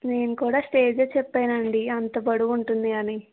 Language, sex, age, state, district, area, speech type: Telugu, female, 18-30, Andhra Pradesh, East Godavari, urban, conversation